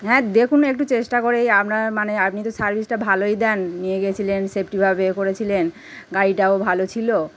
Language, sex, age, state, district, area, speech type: Bengali, female, 30-45, West Bengal, Kolkata, urban, spontaneous